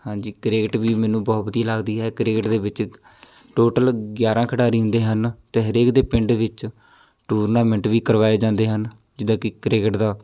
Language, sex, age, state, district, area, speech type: Punjabi, male, 18-30, Punjab, Shaheed Bhagat Singh Nagar, rural, spontaneous